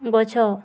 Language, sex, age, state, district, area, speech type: Odia, female, 18-30, Odisha, Subarnapur, urban, read